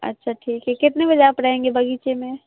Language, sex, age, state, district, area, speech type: Urdu, female, 30-45, Bihar, Khagaria, rural, conversation